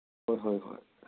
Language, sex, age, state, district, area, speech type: Manipuri, male, 60+, Manipur, Imphal East, rural, conversation